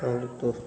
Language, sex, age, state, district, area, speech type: Hindi, male, 30-45, Uttar Pradesh, Mau, rural, spontaneous